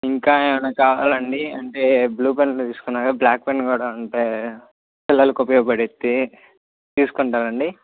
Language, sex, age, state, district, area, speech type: Telugu, male, 18-30, Andhra Pradesh, Eluru, urban, conversation